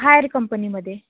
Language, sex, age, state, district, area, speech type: Marathi, female, 45-60, Maharashtra, Nagpur, urban, conversation